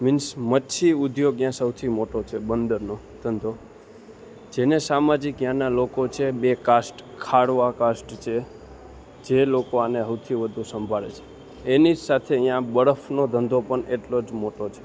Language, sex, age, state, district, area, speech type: Gujarati, male, 18-30, Gujarat, Junagadh, urban, spontaneous